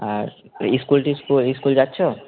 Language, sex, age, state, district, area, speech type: Bengali, male, 18-30, West Bengal, Malda, urban, conversation